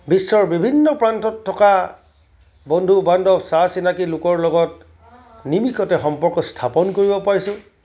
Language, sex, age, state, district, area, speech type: Assamese, male, 45-60, Assam, Charaideo, urban, spontaneous